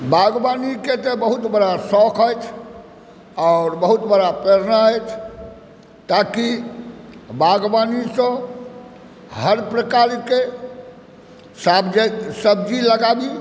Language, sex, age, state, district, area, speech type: Maithili, male, 60+, Bihar, Supaul, rural, spontaneous